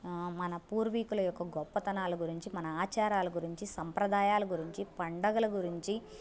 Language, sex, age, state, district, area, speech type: Telugu, female, 18-30, Andhra Pradesh, Bapatla, urban, spontaneous